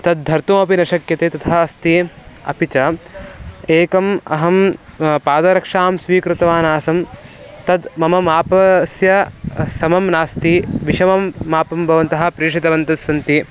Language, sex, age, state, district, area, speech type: Sanskrit, male, 18-30, Karnataka, Mysore, urban, spontaneous